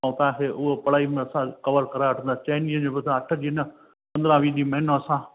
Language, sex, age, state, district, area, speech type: Sindhi, male, 45-60, Gujarat, Junagadh, rural, conversation